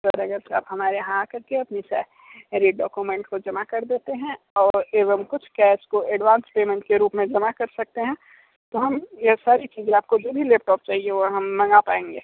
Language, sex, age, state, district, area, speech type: Hindi, male, 18-30, Uttar Pradesh, Sonbhadra, rural, conversation